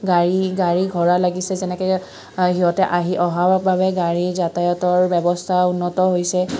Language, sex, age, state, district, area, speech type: Assamese, female, 30-45, Assam, Kamrup Metropolitan, urban, spontaneous